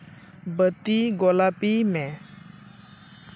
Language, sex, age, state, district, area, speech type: Santali, male, 18-30, West Bengal, Purba Bardhaman, rural, read